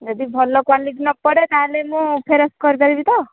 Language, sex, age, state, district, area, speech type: Odia, female, 18-30, Odisha, Nayagarh, rural, conversation